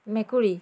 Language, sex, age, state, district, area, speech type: Assamese, female, 30-45, Assam, Biswanath, rural, read